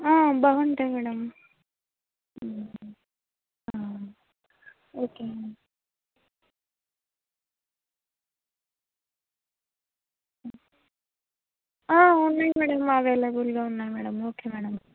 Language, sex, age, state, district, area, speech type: Telugu, female, 30-45, Andhra Pradesh, Kurnool, rural, conversation